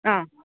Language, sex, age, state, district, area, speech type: Malayalam, female, 18-30, Kerala, Pathanamthitta, rural, conversation